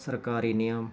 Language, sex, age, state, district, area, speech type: Punjabi, male, 45-60, Punjab, Jalandhar, urban, spontaneous